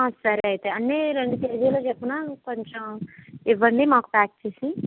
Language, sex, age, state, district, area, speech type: Telugu, female, 60+, Andhra Pradesh, Konaseema, rural, conversation